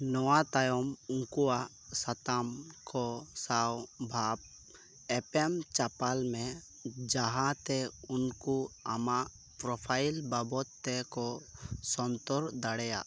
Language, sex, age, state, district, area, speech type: Santali, male, 18-30, West Bengal, Birbhum, rural, read